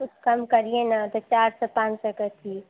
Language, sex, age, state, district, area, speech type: Hindi, female, 18-30, Bihar, Samastipur, rural, conversation